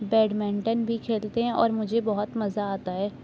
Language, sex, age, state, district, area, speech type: Urdu, female, 18-30, Delhi, North East Delhi, urban, spontaneous